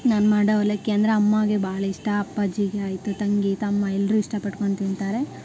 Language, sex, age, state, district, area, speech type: Kannada, female, 18-30, Karnataka, Koppal, urban, spontaneous